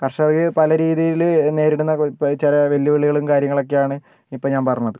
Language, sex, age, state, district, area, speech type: Malayalam, male, 30-45, Kerala, Wayanad, rural, spontaneous